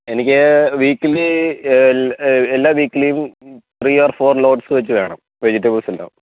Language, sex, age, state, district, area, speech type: Malayalam, male, 30-45, Kerala, Pathanamthitta, rural, conversation